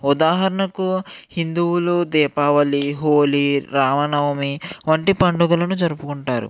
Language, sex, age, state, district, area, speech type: Telugu, male, 18-30, Andhra Pradesh, Eluru, rural, spontaneous